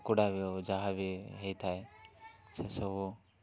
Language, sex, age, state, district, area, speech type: Odia, male, 18-30, Odisha, Koraput, urban, spontaneous